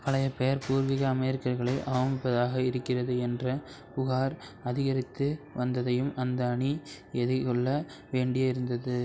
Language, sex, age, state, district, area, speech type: Tamil, male, 18-30, Tamil Nadu, Thanjavur, rural, read